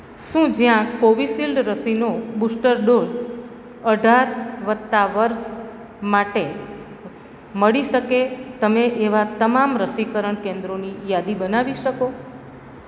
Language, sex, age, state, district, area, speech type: Gujarati, female, 60+, Gujarat, Valsad, urban, read